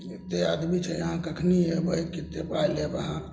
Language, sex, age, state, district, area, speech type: Maithili, male, 30-45, Bihar, Samastipur, rural, spontaneous